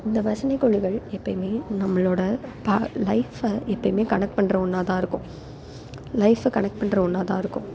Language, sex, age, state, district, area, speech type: Tamil, female, 18-30, Tamil Nadu, Salem, urban, spontaneous